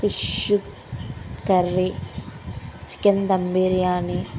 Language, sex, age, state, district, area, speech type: Telugu, female, 18-30, Telangana, Karimnagar, rural, spontaneous